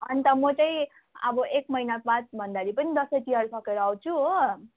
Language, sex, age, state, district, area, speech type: Nepali, female, 18-30, West Bengal, Darjeeling, rural, conversation